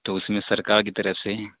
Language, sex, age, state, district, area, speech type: Urdu, male, 18-30, Uttar Pradesh, Saharanpur, urban, conversation